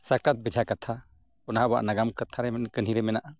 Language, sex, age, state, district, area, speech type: Santali, male, 45-60, Odisha, Mayurbhanj, rural, spontaneous